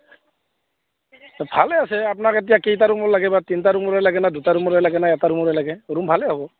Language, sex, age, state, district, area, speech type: Assamese, male, 45-60, Assam, Barpeta, rural, conversation